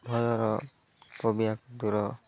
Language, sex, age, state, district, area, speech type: Odia, male, 30-45, Odisha, Koraput, urban, spontaneous